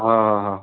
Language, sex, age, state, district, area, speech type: Marathi, male, 18-30, Maharashtra, Wardha, urban, conversation